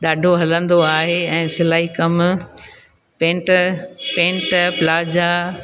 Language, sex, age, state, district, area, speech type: Sindhi, female, 60+, Gujarat, Junagadh, rural, spontaneous